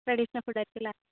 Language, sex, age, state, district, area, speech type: Malayalam, male, 30-45, Kerala, Wayanad, rural, conversation